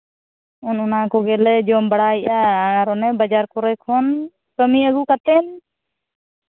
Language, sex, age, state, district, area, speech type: Santali, female, 30-45, Jharkhand, East Singhbhum, rural, conversation